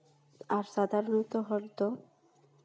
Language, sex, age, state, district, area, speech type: Santali, female, 18-30, West Bengal, Paschim Bardhaman, urban, spontaneous